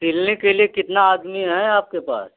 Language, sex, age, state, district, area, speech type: Hindi, male, 45-60, Uttar Pradesh, Azamgarh, rural, conversation